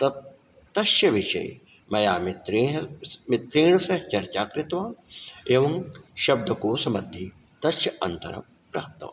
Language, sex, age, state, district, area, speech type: Sanskrit, male, 60+, Uttar Pradesh, Ayodhya, urban, spontaneous